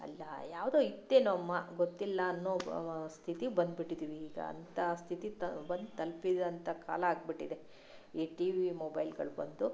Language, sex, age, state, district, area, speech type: Kannada, female, 45-60, Karnataka, Chitradurga, rural, spontaneous